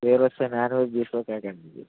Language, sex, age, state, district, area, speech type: Telugu, male, 18-30, Telangana, Nalgonda, rural, conversation